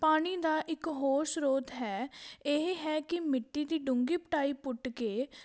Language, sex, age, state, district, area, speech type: Punjabi, female, 18-30, Punjab, Patiala, rural, spontaneous